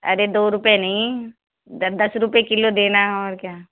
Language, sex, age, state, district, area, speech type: Hindi, female, 60+, Madhya Pradesh, Jabalpur, urban, conversation